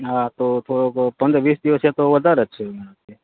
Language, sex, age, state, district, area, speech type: Gujarati, male, 30-45, Gujarat, Morbi, rural, conversation